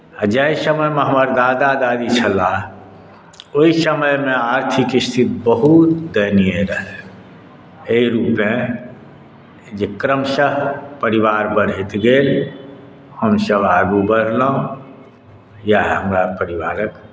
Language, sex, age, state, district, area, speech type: Maithili, male, 60+, Bihar, Madhubani, rural, spontaneous